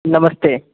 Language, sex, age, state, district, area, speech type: Hindi, male, 18-30, Uttar Pradesh, Prayagraj, rural, conversation